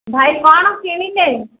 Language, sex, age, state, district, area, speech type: Odia, female, 60+, Odisha, Gajapati, rural, conversation